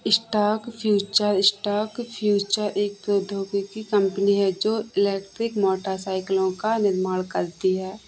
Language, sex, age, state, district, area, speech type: Hindi, female, 18-30, Madhya Pradesh, Narsinghpur, rural, read